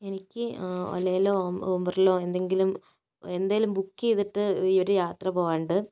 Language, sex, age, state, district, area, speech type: Malayalam, female, 18-30, Kerala, Kozhikode, urban, spontaneous